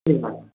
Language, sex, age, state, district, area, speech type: Bengali, male, 18-30, West Bengal, Darjeeling, rural, conversation